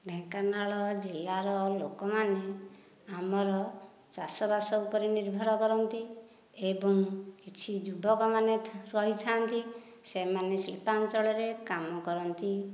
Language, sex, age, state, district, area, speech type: Odia, female, 30-45, Odisha, Dhenkanal, rural, spontaneous